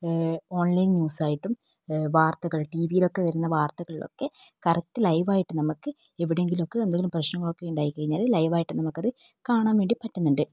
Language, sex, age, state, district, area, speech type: Malayalam, female, 18-30, Kerala, Kannur, rural, spontaneous